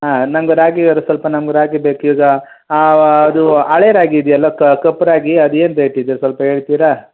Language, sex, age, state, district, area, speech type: Kannada, male, 30-45, Karnataka, Kolar, urban, conversation